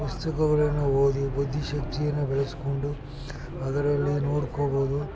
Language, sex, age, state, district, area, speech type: Kannada, male, 60+, Karnataka, Mysore, rural, spontaneous